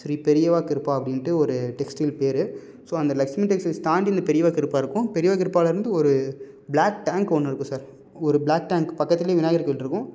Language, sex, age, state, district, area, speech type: Tamil, male, 18-30, Tamil Nadu, Salem, urban, spontaneous